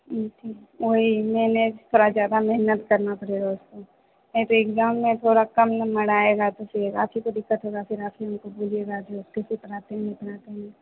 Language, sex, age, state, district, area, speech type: Hindi, female, 18-30, Bihar, Begusarai, rural, conversation